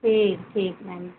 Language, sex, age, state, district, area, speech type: Hindi, female, 45-60, Uttar Pradesh, Ayodhya, rural, conversation